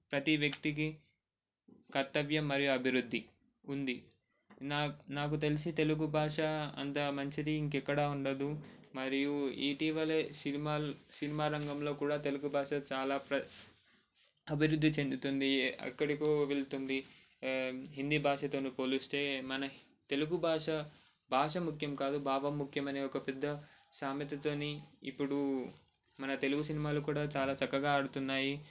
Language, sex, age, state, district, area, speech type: Telugu, male, 18-30, Telangana, Ranga Reddy, urban, spontaneous